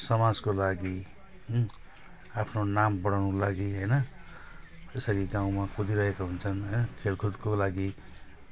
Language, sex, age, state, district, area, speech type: Nepali, male, 45-60, West Bengal, Jalpaiguri, rural, spontaneous